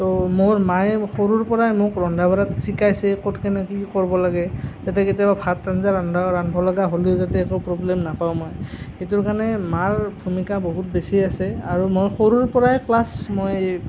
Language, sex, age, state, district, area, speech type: Assamese, male, 30-45, Assam, Nalbari, rural, spontaneous